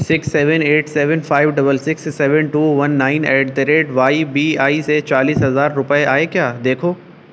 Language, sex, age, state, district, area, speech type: Urdu, male, 18-30, Uttar Pradesh, Shahjahanpur, urban, read